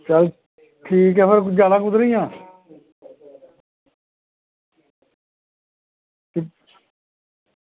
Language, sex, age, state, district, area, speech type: Dogri, male, 45-60, Jammu and Kashmir, Samba, rural, conversation